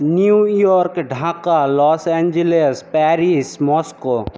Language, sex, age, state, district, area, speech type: Bengali, male, 60+, West Bengal, Jhargram, rural, spontaneous